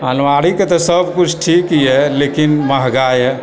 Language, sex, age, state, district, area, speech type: Maithili, male, 60+, Bihar, Supaul, urban, spontaneous